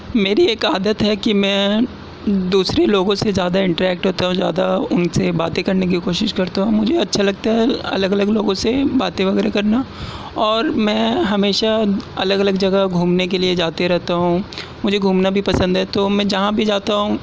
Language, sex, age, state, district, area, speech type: Urdu, male, 18-30, Delhi, South Delhi, urban, spontaneous